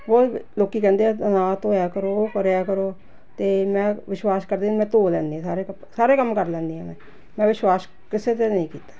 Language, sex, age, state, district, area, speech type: Punjabi, female, 60+, Punjab, Jalandhar, urban, spontaneous